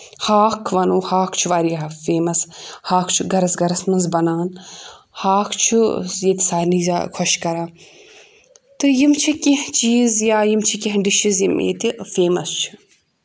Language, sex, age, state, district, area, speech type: Kashmiri, female, 18-30, Jammu and Kashmir, Budgam, urban, spontaneous